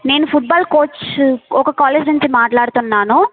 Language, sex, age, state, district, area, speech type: Telugu, female, 18-30, Andhra Pradesh, Sri Balaji, rural, conversation